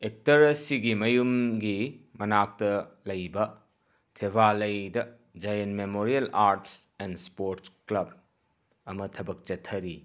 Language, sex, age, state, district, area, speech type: Manipuri, male, 45-60, Manipur, Imphal West, urban, read